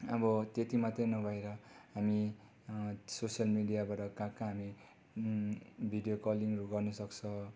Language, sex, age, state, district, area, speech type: Nepali, male, 30-45, West Bengal, Darjeeling, rural, spontaneous